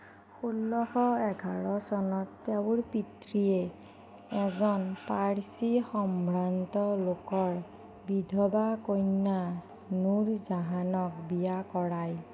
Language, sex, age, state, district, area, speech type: Assamese, female, 45-60, Assam, Nagaon, rural, read